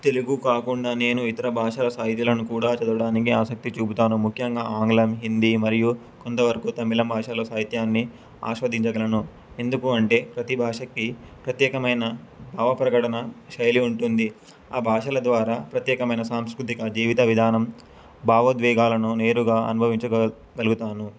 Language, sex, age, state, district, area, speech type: Telugu, male, 18-30, Telangana, Suryapet, urban, spontaneous